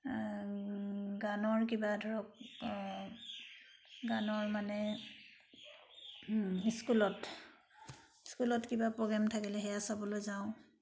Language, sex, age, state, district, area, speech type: Assamese, female, 60+, Assam, Charaideo, urban, spontaneous